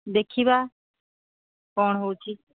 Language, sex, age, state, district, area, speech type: Odia, female, 45-60, Odisha, Sundergarh, rural, conversation